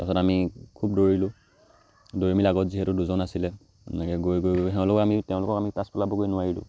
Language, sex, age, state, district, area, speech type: Assamese, male, 18-30, Assam, Charaideo, rural, spontaneous